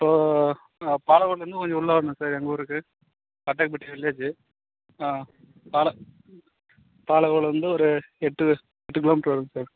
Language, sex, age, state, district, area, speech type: Tamil, male, 18-30, Tamil Nadu, Dharmapuri, rural, conversation